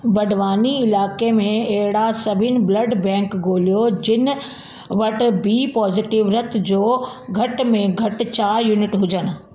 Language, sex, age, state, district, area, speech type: Sindhi, female, 45-60, Delhi, South Delhi, urban, read